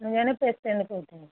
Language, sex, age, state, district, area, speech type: Odia, female, 60+, Odisha, Jharsuguda, rural, conversation